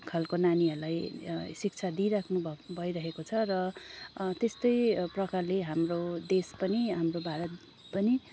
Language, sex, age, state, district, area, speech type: Nepali, female, 30-45, West Bengal, Darjeeling, rural, spontaneous